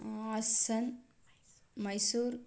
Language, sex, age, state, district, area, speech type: Kannada, female, 18-30, Karnataka, Tumkur, urban, spontaneous